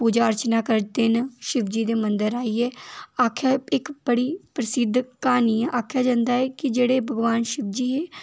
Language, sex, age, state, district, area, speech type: Dogri, female, 18-30, Jammu and Kashmir, Udhampur, rural, spontaneous